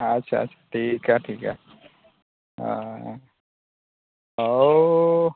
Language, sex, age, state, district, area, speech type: Santali, male, 45-60, Odisha, Mayurbhanj, rural, conversation